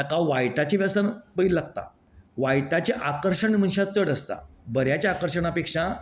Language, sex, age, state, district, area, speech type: Goan Konkani, male, 60+, Goa, Canacona, rural, spontaneous